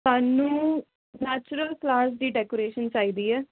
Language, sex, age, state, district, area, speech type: Punjabi, female, 18-30, Punjab, Jalandhar, urban, conversation